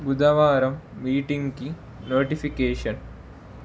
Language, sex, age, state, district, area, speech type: Telugu, male, 30-45, Telangana, Ranga Reddy, urban, read